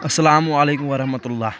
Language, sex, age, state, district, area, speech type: Kashmiri, male, 18-30, Jammu and Kashmir, Kulgam, rural, spontaneous